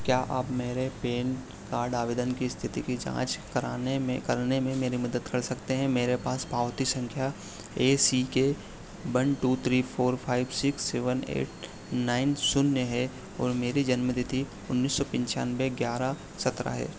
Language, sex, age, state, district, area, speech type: Hindi, male, 30-45, Madhya Pradesh, Harda, urban, read